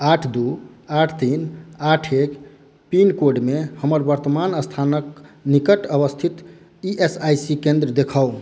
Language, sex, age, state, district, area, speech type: Maithili, male, 18-30, Bihar, Madhubani, rural, read